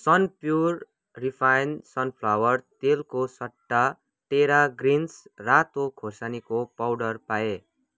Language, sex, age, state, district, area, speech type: Nepali, male, 18-30, West Bengal, Kalimpong, rural, read